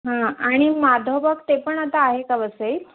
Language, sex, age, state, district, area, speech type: Marathi, female, 30-45, Maharashtra, Palghar, urban, conversation